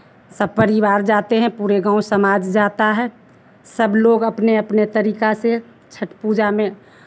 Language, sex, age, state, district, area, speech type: Hindi, female, 60+, Bihar, Begusarai, rural, spontaneous